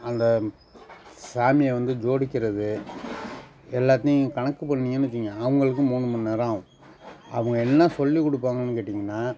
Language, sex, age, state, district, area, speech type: Tamil, male, 60+, Tamil Nadu, Nagapattinam, rural, spontaneous